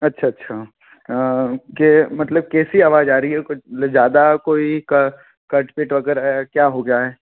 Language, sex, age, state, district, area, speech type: Hindi, male, 18-30, Madhya Pradesh, Ujjain, rural, conversation